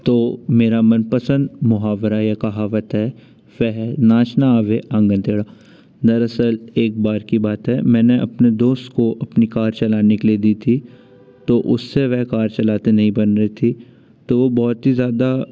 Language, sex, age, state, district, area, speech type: Hindi, male, 30-45, Madhya Pradesh, Jabalpur, urban, spontaneous